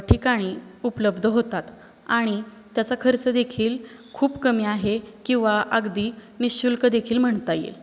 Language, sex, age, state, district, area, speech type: Marathi, female, 18-30, Maharashtra, Satara, urban, spontaneous